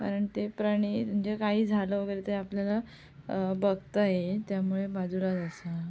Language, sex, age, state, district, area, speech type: Marathi, female, 18-30, Maharashtra, Sindhudurg, rural, spontaneous